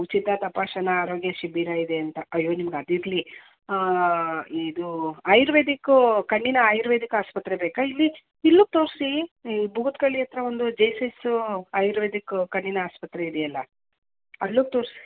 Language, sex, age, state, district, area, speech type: Kannada, female, 45-60, Karnataka, Mysore, urban, conversation